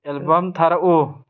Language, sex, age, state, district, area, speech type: Manipuri, male, 18-30, Manipur, Tengnoupal, rural, read